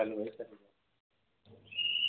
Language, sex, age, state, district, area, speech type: Urdu, female, 30-45, Bihar, Gaya, urban, conversation